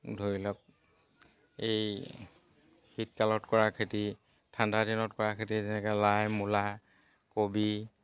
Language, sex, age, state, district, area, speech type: Assamese, male, 45-60, Assam, Dhemaji, rural, spontaneous